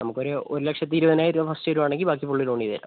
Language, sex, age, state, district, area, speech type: Malayalam, male, 45-60, Kerala, Wayanad, rural, conversation